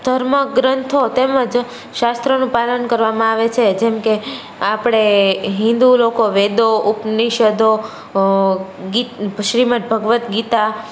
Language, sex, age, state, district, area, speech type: Gujarati, female, 18-30, Gujarat, Rajkot, urban, spontaneous